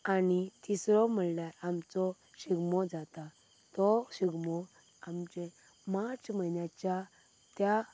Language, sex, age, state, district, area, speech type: Goan Konkani, female, 18-30, Goa, Quepem, rural, spontaneous